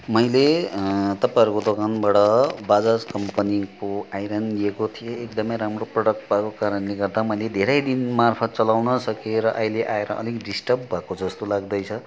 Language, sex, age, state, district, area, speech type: Nepali, male, 45-60, West Bengal, Kalimpong, rural, spontaneous